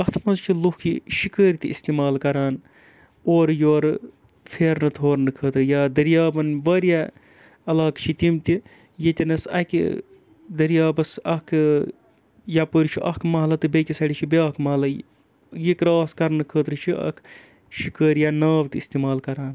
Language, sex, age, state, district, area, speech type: Kashmiri, male, 30-45, Jammu and Kashmir, Srinagar, urban, spontaneous